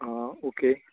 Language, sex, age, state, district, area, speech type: Goan Konkani, male, 18-30, Goa, Tiswadi, rural, conversation